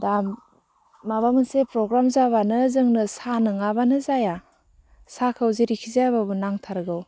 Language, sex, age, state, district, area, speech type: Bodo, female, 30-45, Assam, Udalguri, urban, spontaneous